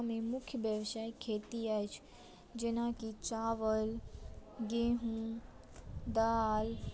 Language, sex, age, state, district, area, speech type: Maithili, female, 18-30, Bihar, Madhubani, rural, spontaneous